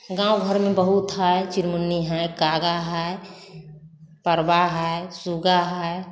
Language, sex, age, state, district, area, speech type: Hindi, female, 30-45, Bihar, Samastipur, rural, spontaneous